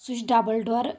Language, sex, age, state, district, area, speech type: Kashmiri, female, 18-30, Jammu and Kashmir, Kulgam, rural, spontaneous